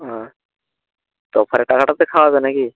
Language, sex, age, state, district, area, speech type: Bengali, male, 45-60, West Bengal, Nadia, rural, conversation